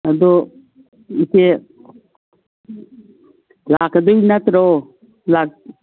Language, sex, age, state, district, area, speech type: Manipuri, female, 45-60, Manipur, Kangpokpi, urban, conversation